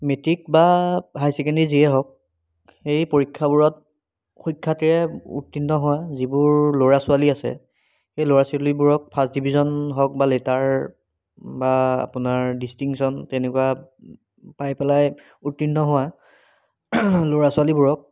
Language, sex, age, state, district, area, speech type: Assamese, male, 30-45, Assam, Biswanath, rural, spontaneous